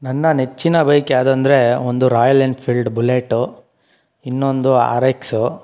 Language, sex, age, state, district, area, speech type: Kannada, male, 18-30, Karnataka, Tumkur, rural, spontaneous